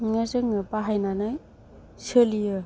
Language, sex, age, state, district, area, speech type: Bodo, female, 18-30, Assam, Kokrajhar, rural, spontaneous